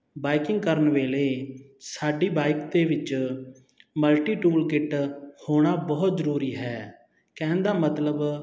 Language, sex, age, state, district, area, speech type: Punjabi, male, 30-45, Punjab, Sangrur, rural, spontaneous